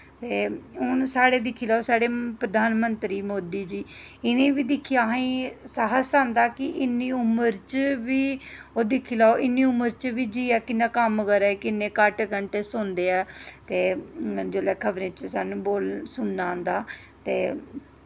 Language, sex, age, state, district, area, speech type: Dogri, female, 30-45, Jammu and Kashmir, Jammu, rural, spontaneous